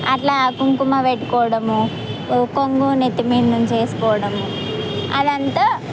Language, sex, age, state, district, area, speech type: Telugu, female, 18-30, Telangana, Mahbubnagar, rural, spontaneous